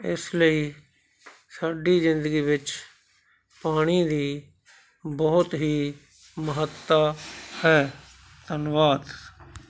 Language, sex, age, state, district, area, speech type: Punjabi, male, 60+, Punjab, Shaheed Bhagat Singh Nagar, urban, spontaneous